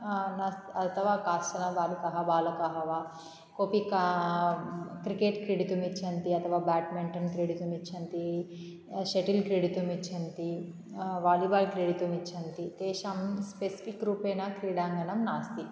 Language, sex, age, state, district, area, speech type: Sanskrit, female, 18-30, Andhra Pradesh, Anantapur, rural, spontaneous